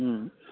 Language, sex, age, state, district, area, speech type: Kannada, male, 45-60, Karnataka, Raichur, rural, conversation